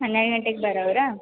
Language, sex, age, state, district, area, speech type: Kannada, female, 18-30, Karnataka, Belgaum, rural, conversation